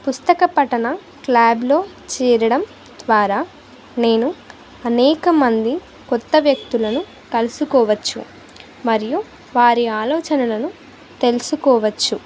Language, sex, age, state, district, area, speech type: Telugu, female, 18-30, Andhra Pradesh, Sri Satya Sai, urban, spontaneous